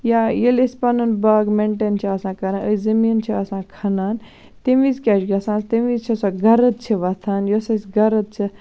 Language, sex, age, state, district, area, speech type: Kashmiri, female, 45-60, Jammu and Kashmir, Baramulla, rural, spontaneous